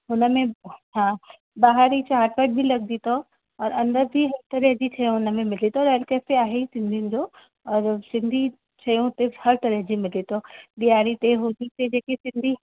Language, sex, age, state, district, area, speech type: Sindhi, female, 45-60, Uttar Pradesh, Lucknow, urban, conversation